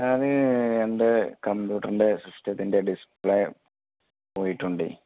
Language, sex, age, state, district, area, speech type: Malayalam, male, 30-45, Kerala, Malappuram, rural, conversation